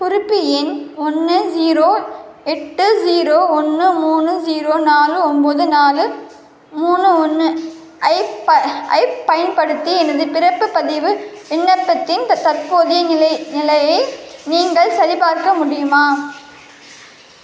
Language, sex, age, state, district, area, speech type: Tamil, female, 18-30, Tamil Nadu, Vellore, urban, read